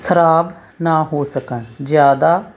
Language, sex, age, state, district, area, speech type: Punjabi, female, 45-60, Punjab, Hoshiarpur, urban, spontaneous